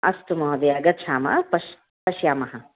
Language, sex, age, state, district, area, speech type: Sanskrit, female, 30-45, Karnataka, Shimoga, urban, conversation